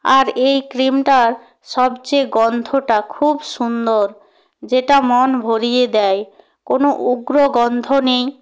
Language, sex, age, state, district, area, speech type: Bengali, female, 45-60, West Bengal, Hooghly, rural, spontaneous